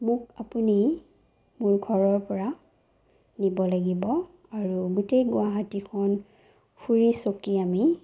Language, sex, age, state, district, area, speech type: Assamese, female, 30-45, Assam, Sonitpur, rural, spontaneous